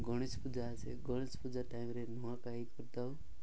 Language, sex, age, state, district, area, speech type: Odia, male, 18-30, Odisha, Nabarangpur, urban, spontaneous